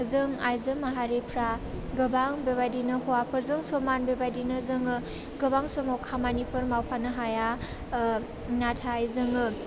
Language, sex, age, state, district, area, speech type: Bodo, female, 18-30, Assam, Chirang, urban, spontaneous